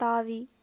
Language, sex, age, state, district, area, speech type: Tamil, female, 18-30, Tamil Nadu, Erode, rural, read